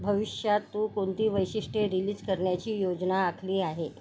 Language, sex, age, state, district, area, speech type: Marathi, female, 60+, Maharashtra, Nagpur, urban, read